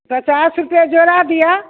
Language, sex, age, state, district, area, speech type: Maithili, female, 60+, Bihar, Muzaffarpur, urban, conversation